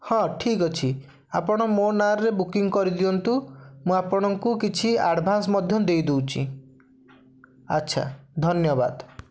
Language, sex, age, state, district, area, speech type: Odia, male, 30-45, Odisha, Bhadrak, rural, spontaneous